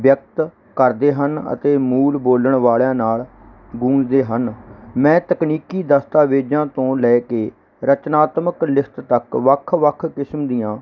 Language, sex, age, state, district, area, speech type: Punjabi, male, 30-45, Punjab, Barnala, urban, spontaneous